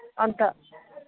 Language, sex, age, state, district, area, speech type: Nepali, female, 30-45, West Bengal, Darjeeling, rural, conversation